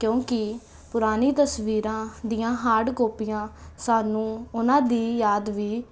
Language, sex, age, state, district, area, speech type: Punjabi, female, 18-30, Punjab, Jalandhar, urban, spontaneous